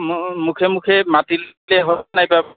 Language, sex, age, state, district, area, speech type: Assamese, male, 45-60, Assam, Goalpara, rural, conversation